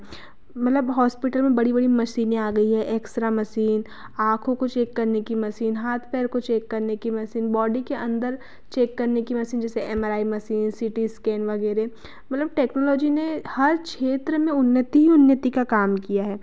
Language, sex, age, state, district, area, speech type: Hindi, female, 30-45, Madhya Pradesh, Betul, urban, spontaneous